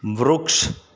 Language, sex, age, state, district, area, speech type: Gujarati, male, 30-45, Gujarat, Morbi, urban, read